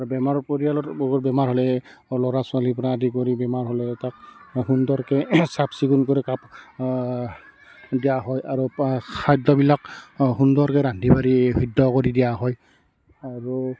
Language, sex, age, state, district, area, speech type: Assamese, male, 30-45, Assam, Barpeta, rural, spontaneous